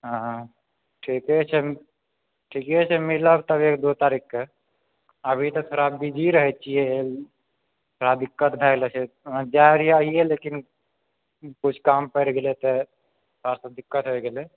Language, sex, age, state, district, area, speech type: Maithili, male, 30-45, Bihar, Purnia, rural, conversation